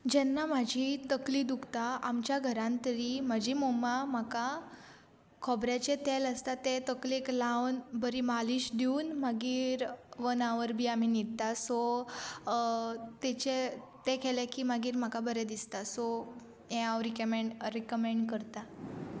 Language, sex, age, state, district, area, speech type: Goan Konkani, female, 18-30, Goa, Pernem, rural, spontaneous